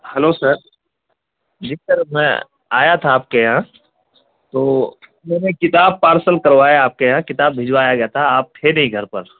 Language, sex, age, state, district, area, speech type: Urdu, male, 30-45, Bihar, Khagaria, rural, conversation